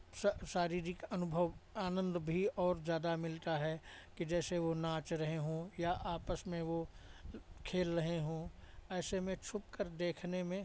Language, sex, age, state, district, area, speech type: Hindi, male, 60+, Uttar Pradesh, Hardoi, rural, spontaneous